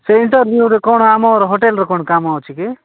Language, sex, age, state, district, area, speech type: Odia, male, 45-60, Odisha, Nabarangpur, rural, conversation